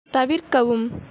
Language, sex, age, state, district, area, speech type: Tamil, female, 30-45, Tamil Nadu, Ariyalur, rural, read